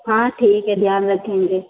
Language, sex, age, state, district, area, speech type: Hindi, female, 30-45, Rajasthan, Jodhpur, urban, conversation